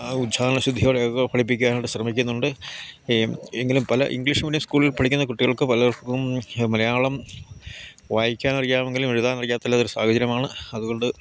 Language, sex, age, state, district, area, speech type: Malayalam, male, 60+, Kerala, Idukki, rural, spontaneous